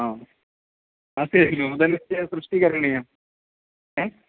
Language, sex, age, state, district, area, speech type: Sanskrit, male, 30-45, Kerala, Thrissur, urban, conversation